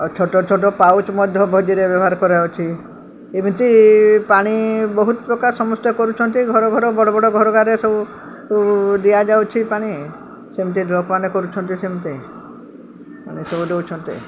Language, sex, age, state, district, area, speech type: Odia, female, 60+, Odisha, Sundergarh, urban, spontaneous